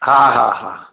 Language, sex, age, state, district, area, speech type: Sindhi, male, 60+, Gujarat, Kutch, rural, conversation